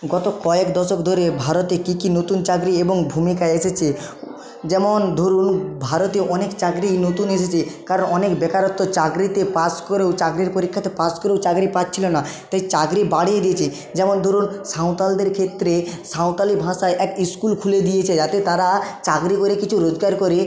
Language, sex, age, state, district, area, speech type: Bengali, male, 30-45, West Bengal, Jhargram, rural, spontaneous